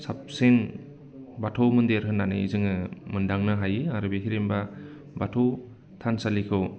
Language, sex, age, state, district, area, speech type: Bodo, male, 30-45, Assam, Udalguri, urban, spontaneous